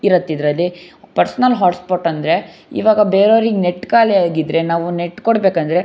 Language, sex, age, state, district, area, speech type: Kannada, female, 30-45, Karnataka, Shimoga, rural, spontaneous